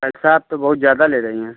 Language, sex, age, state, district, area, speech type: Hindi, male, 30-45, Uttar Pradesh, Mau, urban, conversation